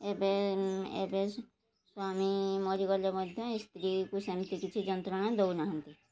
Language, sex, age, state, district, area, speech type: Odia, female, 30-45, Odisha, Mayurbhanj, rural, spontaneous